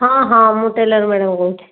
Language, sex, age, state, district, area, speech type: Odia, female, 45-60, Odisha, Puri, urban, conversation